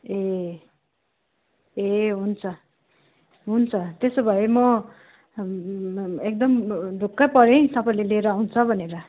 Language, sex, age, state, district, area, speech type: Nepali, female, 60+, West Bengal, Kalimpong, rural, conversation